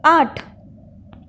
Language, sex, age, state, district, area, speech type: Goan Konkani, female, 18-30, Goa, Canacona, rural, read